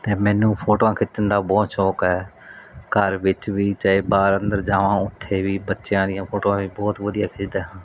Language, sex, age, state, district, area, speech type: Punjabi, male, 30-45, Punjab, Mansa, urban, spontaneous